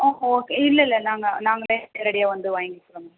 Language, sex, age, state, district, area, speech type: Tamil, female, 45-60, Tamil Nadu, Ranipet, urban, conversation